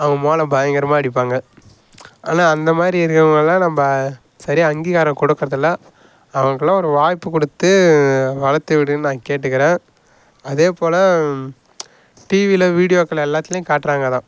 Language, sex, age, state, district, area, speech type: Tamil, male, 18-30, Tamil Nadu, Kallakurichi, rural, spontaneous